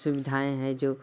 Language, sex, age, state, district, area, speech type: Hindi, female, 45-60, Uttar Pradesh, Bhadohi, urban, spontaneous